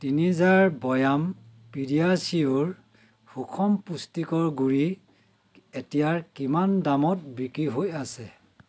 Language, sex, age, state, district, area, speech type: Assamese, male, 30-45, Assam, Dhemaji, urban, read